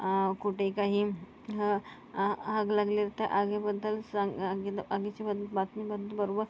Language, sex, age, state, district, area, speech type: Marathi, female, 30-45, Maharashtra, Yavatmal, rural, spontaneous